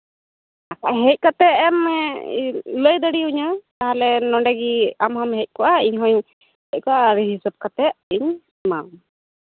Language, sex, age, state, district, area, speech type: Santali, female, 18-30, West Bengal, Uttar Dinajpur, rural, conversation